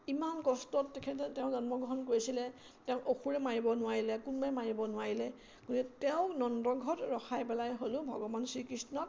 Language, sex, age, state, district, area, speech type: Assamese, female, 60+, Assam, Majuli, urban, spontaneous